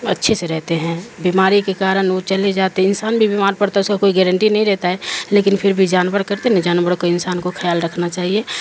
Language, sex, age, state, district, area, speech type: Urdu, female, 45-60, Bihar, Darbhanga, rural, spontaneous